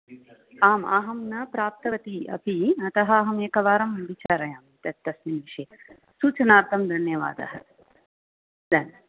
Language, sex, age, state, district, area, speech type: Sanskrit, female, 45-60, Tamil Nadu, Thanjavur, urban, conversation